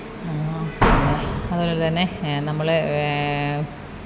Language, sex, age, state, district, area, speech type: Malayalam, female, 30-45, Kerala, Kollam, rural, spontaneous